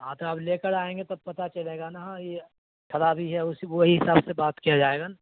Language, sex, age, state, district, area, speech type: Urdu, male, 30-45, Bihar, Supaul, rural, conversation